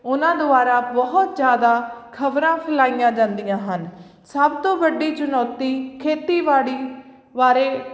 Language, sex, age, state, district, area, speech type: Punjabi, female, 18-30, Punjab, Fatehgarh Sahib, rural, spontaneous